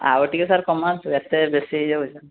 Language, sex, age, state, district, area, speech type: Odia, male, 18-30, Odisha, Rayagada, rural, conversation